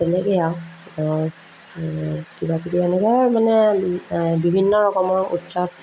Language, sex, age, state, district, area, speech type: Assamese, female, 30-45, Assam, Majuli, urban, spontaneous